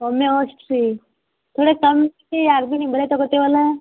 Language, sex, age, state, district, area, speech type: Kannada, female, 18-30, Karnataka, Bidar, urban, conversation